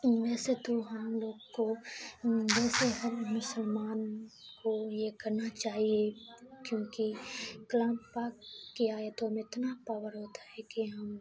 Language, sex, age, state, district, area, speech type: Urdu, female, 18-30, Bihar, Khagaria, rural, spontaneous